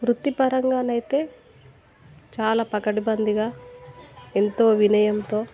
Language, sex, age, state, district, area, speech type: Telugu, female, 30-45, Telangana, Warangal, rural, spontaneous